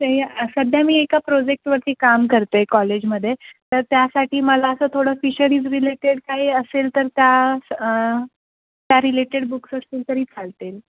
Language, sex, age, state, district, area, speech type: Marathi, female, 18-30, Maharashtra, Ratnagiri, urban, conversation